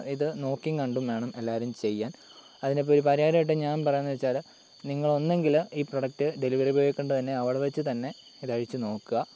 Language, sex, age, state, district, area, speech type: Malayalam, male, 18-30, Kerala, Kottayam, rural, spontaneous